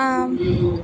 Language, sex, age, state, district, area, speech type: Gujarati, female, 18-30, Gujarat, Valsad, rural, spontaneous